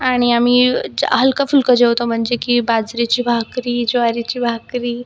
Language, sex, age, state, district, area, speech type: Marathi, female, 18-30, Maharashtra, Buldhana, rural, spontaneous